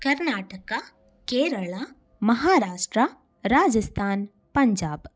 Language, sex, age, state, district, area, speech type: Kannada, female, 18-30, Karnataka, Shimoga, rural, spontaneous